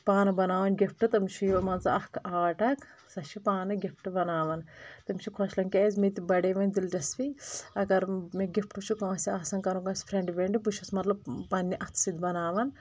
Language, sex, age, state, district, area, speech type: Kashmiri, female, 30-45, Jammu and Kashmir, Anantnag, rural, spontaneous